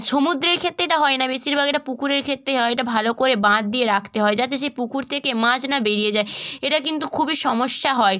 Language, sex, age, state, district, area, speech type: Bengali, female, 18-30, West Bengal, North 24 Parganas, rural, spontaneous